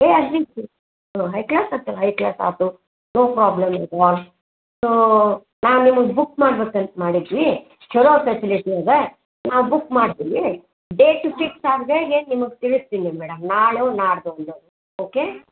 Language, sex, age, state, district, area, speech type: Kannada, female, 60+, Karnataka, Gadag, rural, conversation